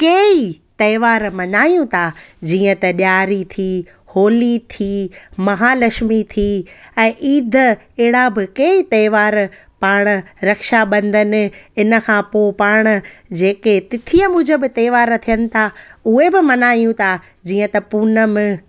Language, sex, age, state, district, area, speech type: Sindhi, female, 30-45, Gujarat, Junagadh, rural, spontaneous